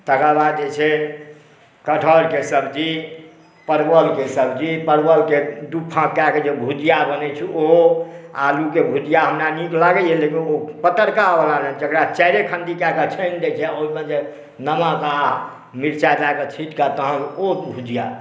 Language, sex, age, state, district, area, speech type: Maithili, male, 45-60, Bihar, Supaul, urban, spontaneous